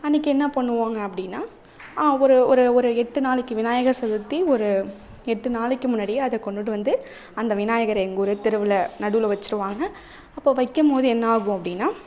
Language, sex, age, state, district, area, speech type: Tamil, female, 30-45, Tamil Nadu, Thanjavur, urban, spontaneous